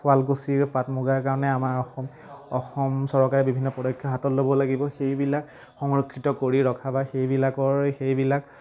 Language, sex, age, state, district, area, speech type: Assamese, male, 18-30, Assam, Majuli, urban, spontaneous